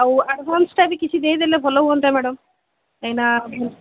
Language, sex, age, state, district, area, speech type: Odia, female, 45-60, Odisha, Sundergarh, rural, conversation